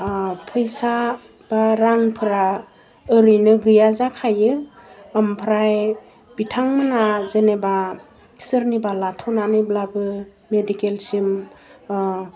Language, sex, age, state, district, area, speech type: Bodo, female, 30-45, Assam, Udalguri, rural, spontaneous